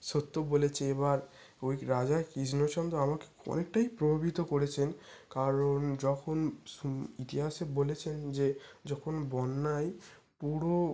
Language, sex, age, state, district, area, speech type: Bengali, male, 18-30, West Bengal, North 24 Parganas, urban, spontaneous